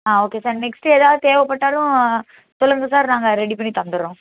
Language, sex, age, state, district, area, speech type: Tamil, female, 18-30, Tamil Nadu, Tirunelveli, rural, conversation